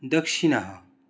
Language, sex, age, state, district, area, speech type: Sanskrit, male, 18-30, West Bengal, Cooch Behar, rural, read